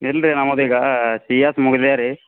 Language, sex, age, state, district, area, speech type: Kannada, male, 18-30, Karnataka, Gulbarga, urban, conversation